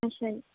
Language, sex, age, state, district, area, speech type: Punjabi, female, 18-30, Punjab, Shaheed Bhagat Singh Nagar, urban, conversation